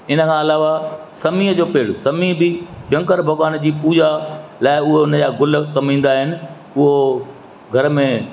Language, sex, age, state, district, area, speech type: Sindhi, male, 60+, Madhya Pradesh, Katni, urban, spontaneous